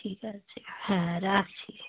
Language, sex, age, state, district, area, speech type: Bengali, female, 45-60, West Bengal, Dakshin Dinajpur, urban, conversation